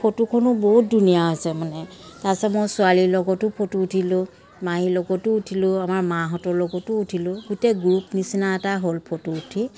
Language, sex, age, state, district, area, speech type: Assamese, female, 30-45, Assam, Biswanath, rural, spontaneous